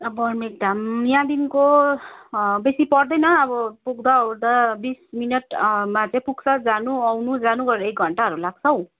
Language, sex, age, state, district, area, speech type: Nepali, female, 30-45, West Bengal, Kalimpong, rural, conversation